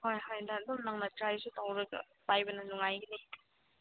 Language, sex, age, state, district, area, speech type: Manipuri, female, 18-30, Manipur, Senapati, urban, conversation